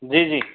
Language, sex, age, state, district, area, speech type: Hindi, male, 45-60, Madhya Pradesh, Betul, urban, conversation